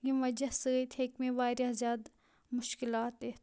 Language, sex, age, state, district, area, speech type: Kashmiri, female, 18-30, Jammu and Kashmir, Kupwara, rural, spontaneous